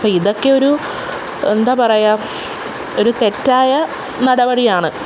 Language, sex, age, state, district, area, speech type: Malayalam, female, 18-30, Kerala, Kollam, urban, spontaneous